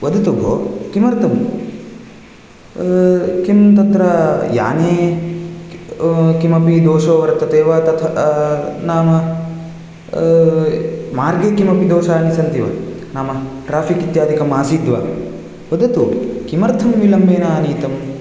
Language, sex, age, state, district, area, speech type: Sanskrit, male, 18-30, Karnataka, Raichur, urban, spontaneous